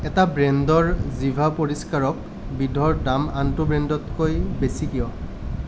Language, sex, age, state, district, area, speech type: Assamese, male, 18-30, Assam, Nalbari, rural, read